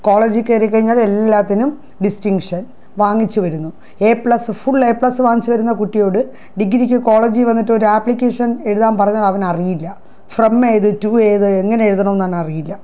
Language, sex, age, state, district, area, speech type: Malayalam, female, 60+, Kerala, Thiruvananthapuram, rural, spontaneous